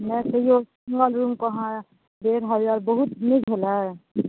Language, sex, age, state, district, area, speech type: Maithili, female, 18-30, Bihar, Madhubani, rural, conversation